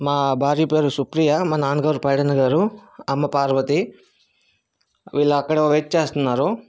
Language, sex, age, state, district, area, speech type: Telugu, male, 60+, Andhra Pradesh, Vizianagaram, rural, spontaneous